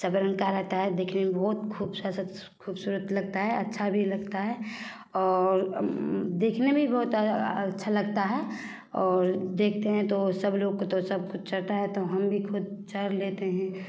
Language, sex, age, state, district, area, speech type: Hindi, female, 18-30, Bihar, Samastipur, urban, spontaneous